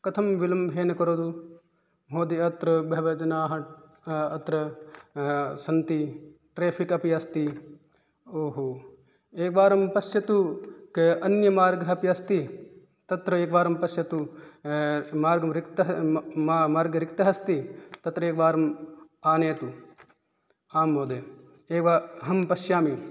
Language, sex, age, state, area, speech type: Sanskrit, male, 18-30, Rajasthan, rural, spontaneous